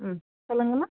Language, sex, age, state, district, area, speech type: Tamil, female, 30-45, Tamil Nadu, Nilgiris, urban, conversation